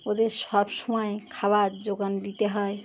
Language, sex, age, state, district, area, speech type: Bengali, female, 60+, West Bengal, Birbhum, urban, spontaneous